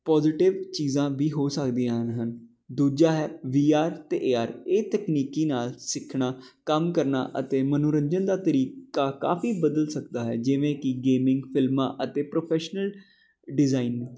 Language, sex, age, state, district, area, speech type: Punjabi, male, 18-30, Punjab, Jalandhar, urban, spontaneous